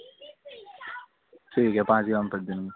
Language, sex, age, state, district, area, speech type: Urdu, male, 18-30, Uttar Pradesh, Rampur, urban, conversation